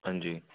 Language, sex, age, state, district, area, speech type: Dogri, male, 30-45, Jammu and Kashmir, Udhampur, urban, conversation